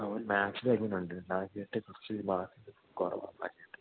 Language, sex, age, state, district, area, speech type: Malayalam, male, 18-30, Kerala, Idukki, rural, conversation